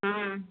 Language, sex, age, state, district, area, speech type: Hindi, female, 60+, Uttar Pradesh, Lucknow, rural, conversation